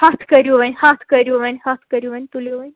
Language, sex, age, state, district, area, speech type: Kashmiri, female, 18-30, Jammu and Kashmir, Srinagar, urban, conversation